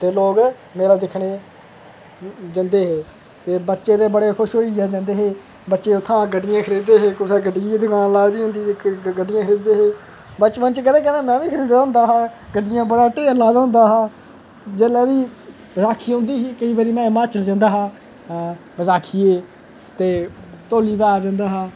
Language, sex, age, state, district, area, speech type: Dogri, male, 30-45, Jammu and Kashmir, Udhampur, urban, spontaneous